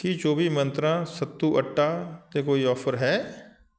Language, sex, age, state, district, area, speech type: Punjabi, male, 45-60, Punjab, Shaheed Bhagat Singh Nagar, urban, read